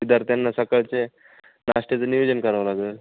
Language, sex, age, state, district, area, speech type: Marathi, male, 18-30, Maharashtra, Jalna, rural, conversation